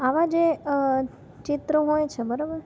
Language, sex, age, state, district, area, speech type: Gujarati, female, 30-45, Gujarat, Rajkot, urban, spontaneous